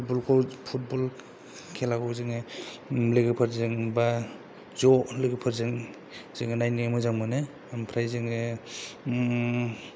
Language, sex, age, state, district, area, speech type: Bodo, male, 30-45, Assam, Kokrajhar, rural, spontaneous